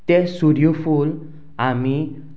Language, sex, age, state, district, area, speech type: Goan Konkani, male, 30-45, Goa, Canacona, rural, spontaneous